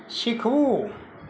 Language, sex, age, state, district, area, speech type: Gujarati, male, 45-60, Gujarat, Kheda, rural, read